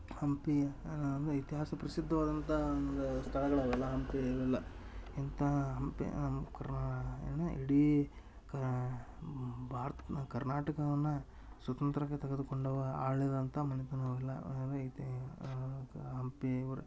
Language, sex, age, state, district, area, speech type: Kannada, male, 18-30, Karnataka, Dharwad, rural, spontaneous